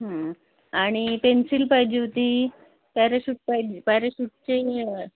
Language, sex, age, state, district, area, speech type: Marathi, female, 30-45, Maharashtra, Amravati, urban, conversation